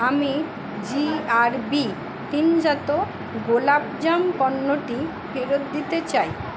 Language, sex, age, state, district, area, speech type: Bengali, female, 60+, West Bengal, Purba Bardhaman, urban, read